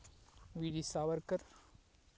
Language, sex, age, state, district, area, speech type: Kannada, male, 18-30, Karnataka, Tumkur, rural, spontaneous